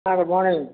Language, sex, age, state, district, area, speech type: Tamil, male, 60+, Tamil Nadu, Erode, rural, conversation